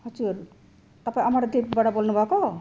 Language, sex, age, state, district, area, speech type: Nepali, female, 60+, Assam, Sonitpur, rural, spontaneous